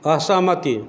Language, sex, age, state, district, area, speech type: Maithili, male, 45-60, Bihar, Madhubani, rural, read